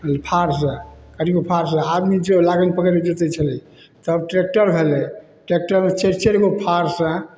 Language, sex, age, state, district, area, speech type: Maithili, male, 60+, Bihar, Samastipur, rural, spontaneous